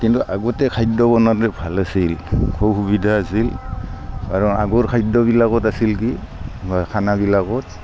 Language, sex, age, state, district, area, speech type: Assamese, male, 45-60, Assam, Barpeta, rural, spontaneous